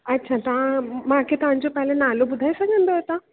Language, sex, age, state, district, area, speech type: Sindhi, female, 18-30, Gujarat, Surat, urban, conversation